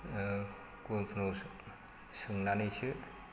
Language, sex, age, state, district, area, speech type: Bodo, male, 45-60, Assam, Chirang, rural, spontaneous